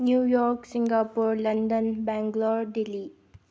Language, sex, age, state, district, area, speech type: Manipuri, female, 18-30, Manipur, Bishnupur, rural, spontaneous